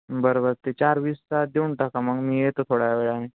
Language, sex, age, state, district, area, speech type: Marathi, male, 18-30, Maharashtra, Nanded, urban, conversation